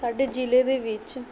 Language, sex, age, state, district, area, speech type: Punjabi, female, 18-30, Punjab, Mohali, rural, spontaneous